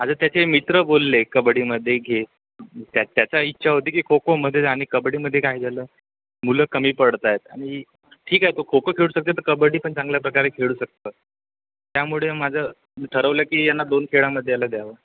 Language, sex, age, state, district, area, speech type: Marathi, male, 18-30, Maharashtra, Ratnagiri, rural, conversation